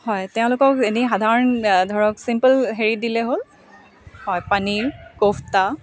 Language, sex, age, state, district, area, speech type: Assamese, female, 30-45, Assam, Dibrugarh, urban, spontaneous